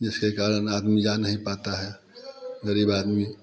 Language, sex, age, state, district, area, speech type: Hindi, male, 30-45, Bihar, Muzaffarpur, rural, spontaneous